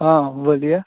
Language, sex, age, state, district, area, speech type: Hindi, male, 30-45, Bihar, Begusarai, rural, conversation